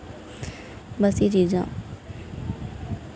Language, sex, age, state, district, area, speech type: Dogri, female, 18-30, Jammu and Kashmir, Reasi, rural, spontaneous